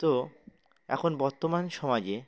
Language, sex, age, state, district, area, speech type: Bengali, male, 18-30, West Bengal, Uttar Dinajpur, urban, spontaneous